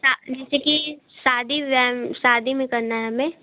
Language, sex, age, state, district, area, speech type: Hindi, female, 18-30, Uttar Pradesh, Bhadohi, urban, conversation